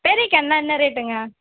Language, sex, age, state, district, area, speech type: Tamil, female, 18-30, Tamil Nadu, Ranipet, rural, conversation